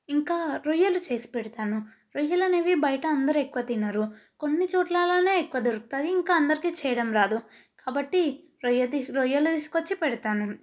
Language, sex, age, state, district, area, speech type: Telugu, female, 18-30, Telangana, Nalgonda, urban, spontaneous